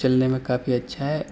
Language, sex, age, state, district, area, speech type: Urdu, male, 18-30, Delhi, Central Delhi, urban, spontaneous